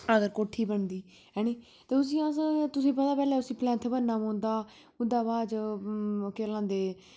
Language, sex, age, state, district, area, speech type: Dogri, female, 18-30, Jammu and Kashmir, Kathua, urban, spontaneous